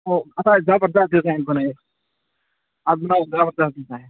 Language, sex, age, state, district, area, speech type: Kashmiri, male, 30-45, Jammu and Kashmir, Kupwara, rural, conversation